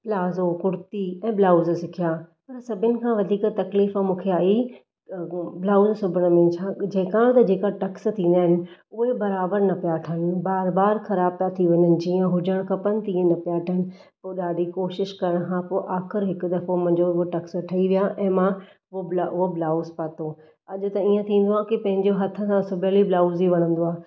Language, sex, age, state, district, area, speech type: Sindhi, female, 30-45, Maharashtra, Thane, urban, spontaneous